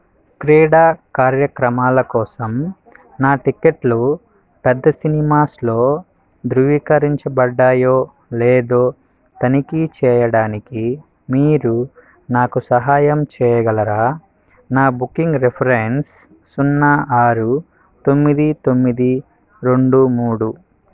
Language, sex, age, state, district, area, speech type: Telugu, male, 18-30, Andhra Pradesh, Sri Balaji, rural, read